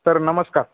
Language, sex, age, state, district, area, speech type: Marathi, male, 18-30, Maharashtra, Jalna, urban, conversation